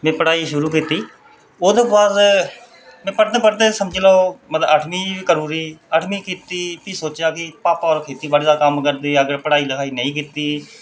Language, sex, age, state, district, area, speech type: Dogri, male, 30-45, Jammu and Kashmir, Reasi, rural, spontaneous